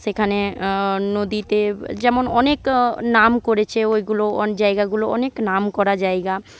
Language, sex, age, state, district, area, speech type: Bengali, female, 18-30, West Bengal, Paschim Medinipur, rural, spontaneous